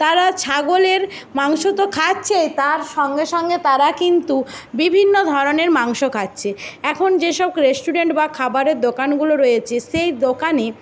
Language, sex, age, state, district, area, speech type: Bengali, female, 18-30, West Bengal, Jhargram, rural, spontaneous